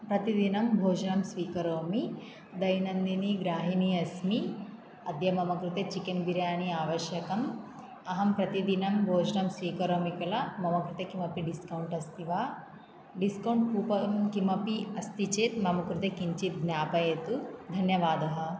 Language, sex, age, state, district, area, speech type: Sanskrit, female, 18-30, Andhra Pradesh, Anantapur, rural, spontaneous